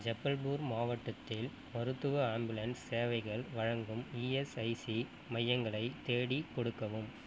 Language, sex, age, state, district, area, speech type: Tamil, male, 30-45, Tamil Nadu, Viluppuram, rural, read